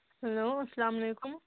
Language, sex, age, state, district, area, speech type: Kashmiri, female, 18-30, Jammu and Kashmir, Budgam, rural, conversation